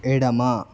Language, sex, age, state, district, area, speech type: Telugu, male, 30-45, Telangana, Vikarabad, urban, read